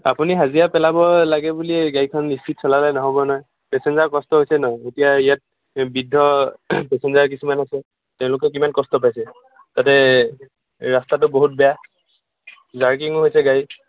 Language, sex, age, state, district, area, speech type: Assamese, male, 18-30, Assam, Sivasagar, rural, conversation